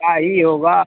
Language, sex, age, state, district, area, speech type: Hindi, male, 60+, Uttar Pradesh, Mau, urban, conversation